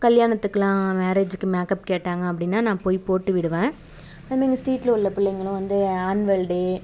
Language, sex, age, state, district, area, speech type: Tamil, female, 30-45, Tamil Nadu, Tiruvarur, urban, spontaneous